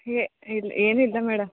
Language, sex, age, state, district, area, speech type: Kannada, female, 18-30, Karnataka, Kodagu, rural, conversation